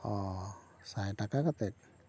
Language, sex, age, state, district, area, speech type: Santali, male, 45-60, West Bengal, Bankura, rural, spontaneous